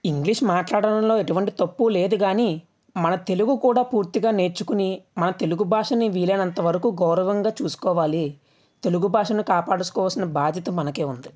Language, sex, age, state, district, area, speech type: Telugu, male, 45-60, Andhra Pradesh, West Godavari, rural, spontaneous